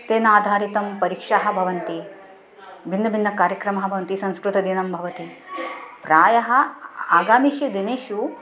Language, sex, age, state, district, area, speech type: Sanskrit, female, 45-60, Maharashtra, Nagpur, urban, spontaneous